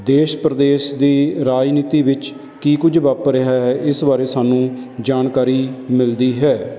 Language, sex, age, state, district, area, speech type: Punjabi, male, 30-45, Punjab, Barnala, rural, spontaneous